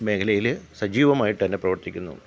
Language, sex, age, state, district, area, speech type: Malayalam, male, 45-60, Kerala, Kollam, rural, spontaneous